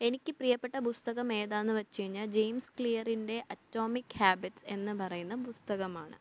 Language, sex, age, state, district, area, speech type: Malayalam, female, 18-30, Kerala, Thiruvananthapuram, urban, spontaneous